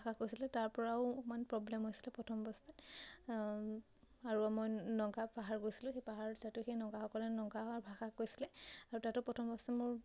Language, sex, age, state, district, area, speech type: Assamese, female, 18-30, Assam, Majuli, urban, spontaneous